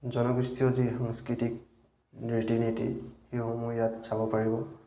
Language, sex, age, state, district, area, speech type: Assamese, male, 30-45, Assam, Majuli, urban, spontaneous